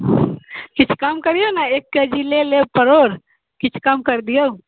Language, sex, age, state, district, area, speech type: Maithili, female, 45-60, Bihar, Sitamarhi, rural, conversation